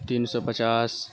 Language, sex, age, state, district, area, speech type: Urdu, male, 18-30, Bihar, Saharsa, rural, spontaneous